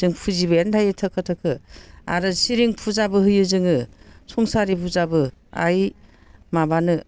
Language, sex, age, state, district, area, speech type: Bodo, female, 60+, Assam, Baksa, urban, spontaneous